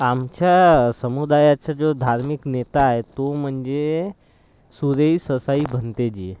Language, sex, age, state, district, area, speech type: Marathi, male, 30-45, Maharashtra, Nagpur, rural, spontaneous